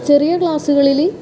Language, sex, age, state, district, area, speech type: Malayalam, female, 18-30, Kerala, Kasaragod, urban, spontaneous